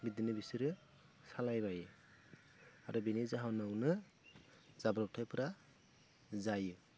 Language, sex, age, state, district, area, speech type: Bodo, male, 30-45, Assam, Goalpara, rural, spontaneous